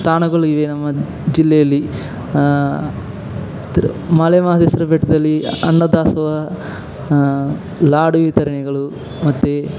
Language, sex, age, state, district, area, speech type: Kannada, male, 18-30, Karnataka, Chamarajanagar, urban, spontaneous